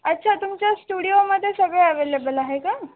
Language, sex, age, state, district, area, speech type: Marathi, female, 18-30, Maharashtra, Osmanabad, rural, conversation